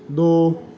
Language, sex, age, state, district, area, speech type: Punjabi, male, 30-45, Punjab, Bathinda, rural, read